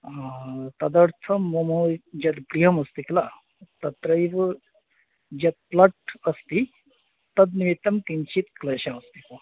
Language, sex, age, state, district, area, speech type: Sanskrit, male, 30-45, West Bengal, North 24 Parganas, urban, conversation